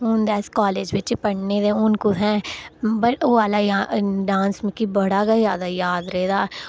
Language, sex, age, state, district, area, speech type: Dogri, female, 18-30, Jammu and Kashmir, Udhampur, rural, spontaneous